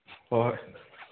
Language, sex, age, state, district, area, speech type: Manipuri, male, 30-45, Manipur, Thoubal, rural, conversation